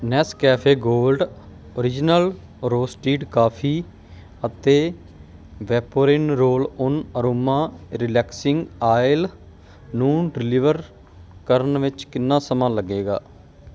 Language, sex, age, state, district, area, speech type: Punjabi, male, 30-45, Punjab, Bathinda, rural, read